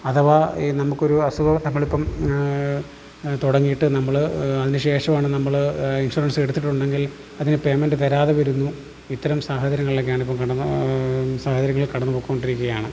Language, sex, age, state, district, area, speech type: Malayalam, male, 30-45, Kerala, Alappuzha, rural, spontaneous